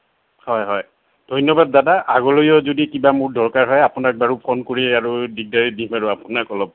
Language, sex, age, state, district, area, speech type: Assamese, male, 45-60, Assam, Kamrup Metropolitan, urban, conversation